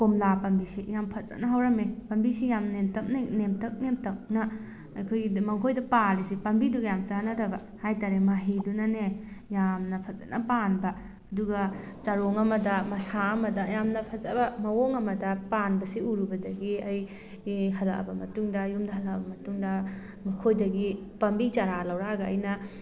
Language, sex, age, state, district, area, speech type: Manipuri, female, 18-30, Manipur, Thoubal, rural, spontaneous